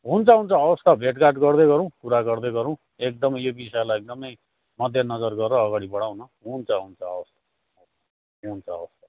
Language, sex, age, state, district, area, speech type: Nepali, male, 30-45, West Bengal, Kalimpong, rural, conversation